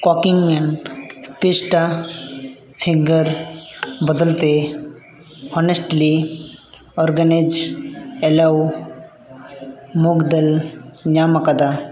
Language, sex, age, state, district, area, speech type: Santali, male, 18-30, Jharkhand, East Singhbhum, rural, read